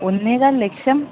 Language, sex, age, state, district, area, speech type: Malayalam, female, 30-45, Kerala, Alappuzha, rural, conversation